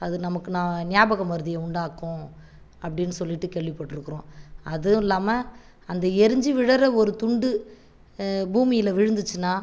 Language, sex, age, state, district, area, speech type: Tamil, female, 45-60, Tamil Nadu, Viluppuram, rural, spontaneous